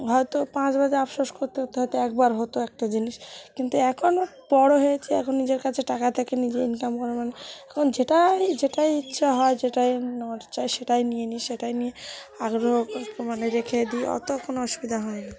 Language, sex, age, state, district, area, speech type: Bengali, female, 30-45, West Bengal, Cooch Behar, urban, spontaneous